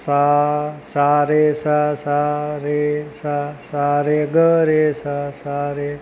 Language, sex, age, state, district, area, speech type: Gujarati, male, 45-60, Gujarat, Rajkot, rural, spontaneous